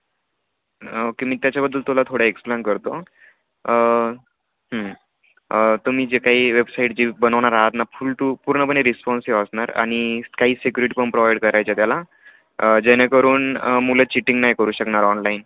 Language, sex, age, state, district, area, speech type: Marathi, male, 18-30, Maharashtra, Ahmednagar, urban, conversation